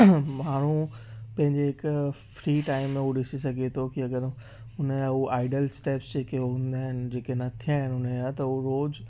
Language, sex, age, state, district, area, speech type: Sindhi, male, 18-30, Gujarat, Kutch, urban, spontaneous